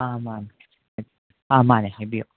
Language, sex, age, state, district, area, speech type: Manipuri, male, 45-60, Manipur, Imphal West, urban, conversation